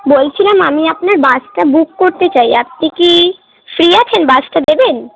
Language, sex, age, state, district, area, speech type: Bengali, female, 18-30, West Bengal, Darjeeling, urban, conversation